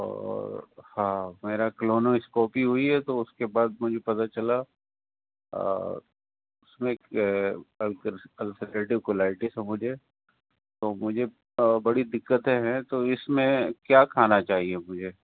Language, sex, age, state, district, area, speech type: Urdu, male, 45-60, Uttar Pradesh, Rampur, urban, conversation